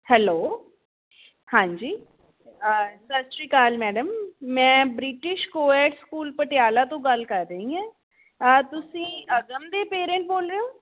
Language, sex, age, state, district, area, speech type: Punjabi, female, 45-60, Punjab, Patiala, urban, conversation